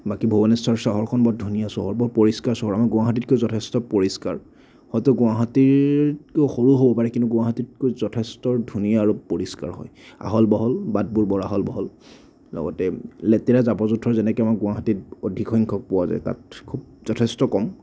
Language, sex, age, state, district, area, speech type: Assamese, male, 30-45, Assam, Nagaon, rural, spontaneous